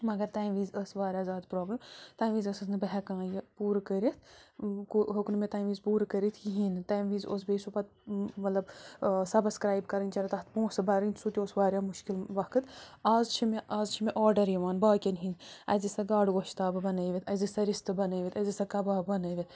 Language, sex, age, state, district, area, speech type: Kashmiri, female, 30-45, Jammu and Kashmir, Bandipora, rural, spontaneous